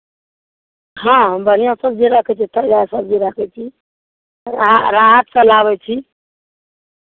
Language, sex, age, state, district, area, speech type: Maithili, female, 60+, Bihar, Madhepura, rural, conversation